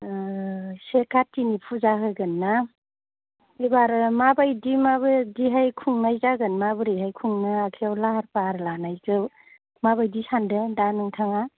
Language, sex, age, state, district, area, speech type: Bodo, female, 30-45, Assam, Baksa, rural, conversation